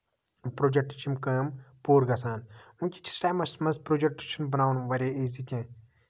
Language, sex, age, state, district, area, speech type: Kashmiri, male, 30-45, Jammu and Kashmir, Budgam, rural, spontaneous